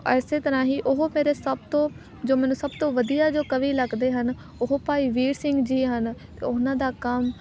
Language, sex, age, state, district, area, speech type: Punjabi, female, 18-30, Punjab, Amritsar, urban, spontaneous